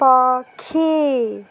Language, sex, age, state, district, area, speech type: Odia, female, 18-30, Odisha, Puri, urban, read